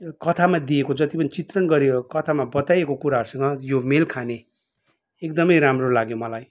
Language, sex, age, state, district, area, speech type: Nepali, male, 45-60, West Bengal, Kalimpong, rural, spontaneous